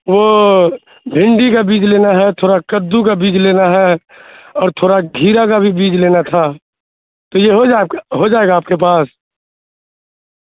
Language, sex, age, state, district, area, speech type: Urdu, male, 18-30, Bihar, Madhubani, rural, conversation